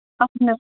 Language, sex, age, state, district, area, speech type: Kashmiri, female, 60+, Jammu and Kashmir, Srinagar, urban, conversation